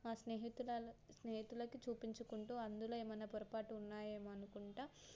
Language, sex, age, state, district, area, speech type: Telugu, female, 18-30, Telangana, Suryapet, urban, spontaneous